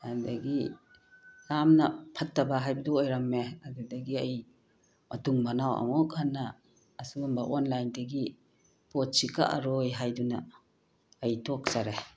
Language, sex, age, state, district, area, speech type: Manipuri, female, 60+, Manipur, Tengnoupal, rural, spontaneous